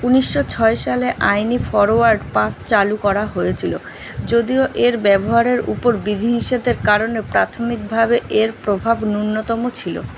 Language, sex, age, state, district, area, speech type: Bengali, female, 18-30, West Bengal, South 24 Parganas, urban, read